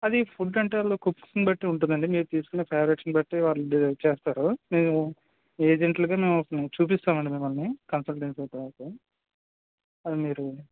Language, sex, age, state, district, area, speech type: Telugu, male, 18-30, Andhra Pradesh, Anakapalli, rural, conversation